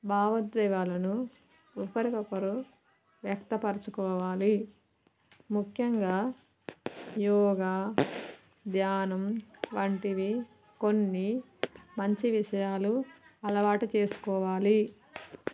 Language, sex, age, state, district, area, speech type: Telugu, female, 30-45, Telangana, Warangal, rural, spontaneous